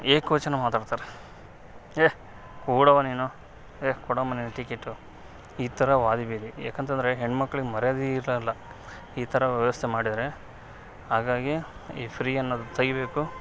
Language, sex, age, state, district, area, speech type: Kannada, male, 30-45, Karnataka, Vijayanagara, rural, spontaneous